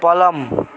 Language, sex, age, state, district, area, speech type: Nepali, male, 18-30, West Bengal, Alipurduar, rural, read